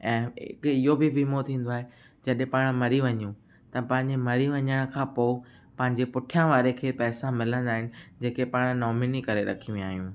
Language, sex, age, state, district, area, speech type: Sindhi, male, 18-30, Gujarat, Kutch, urban, spontaneous